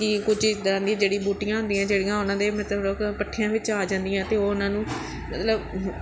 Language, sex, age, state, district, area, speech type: Punjabi, female, 30-45, Punjab, Pathankot, urban, spontaneous